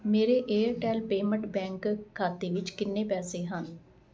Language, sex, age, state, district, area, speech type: Punjabi, female, 45-60, Punjab, Ludhiana, urban, read